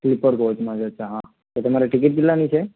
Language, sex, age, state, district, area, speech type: Gujarati, male, 18-30, Gujarat, Anand, urban, conversation